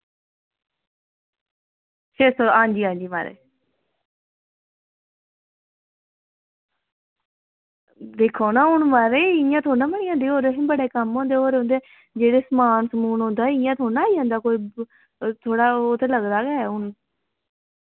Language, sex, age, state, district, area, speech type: Dogri, female, 18-30, Jammu and Kashmir, Jammu, rural, conversation